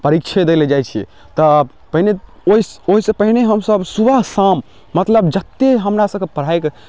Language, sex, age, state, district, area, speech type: Maithili, male, 18-30, Bihar, Darbhanga, rural, spontaneous